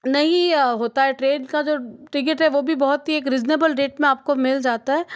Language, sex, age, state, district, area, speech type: Hindi, female, 18-30, Rajasthan, Jodhpur, urban, spontaneous